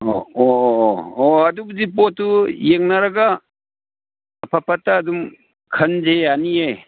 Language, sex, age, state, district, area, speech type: Manipuri, male, 60+, Manipur, Imphal East, rural, conversation